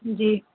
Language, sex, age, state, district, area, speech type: Urdu, female, 18-30, Bihar, Saharsa, rural, conversation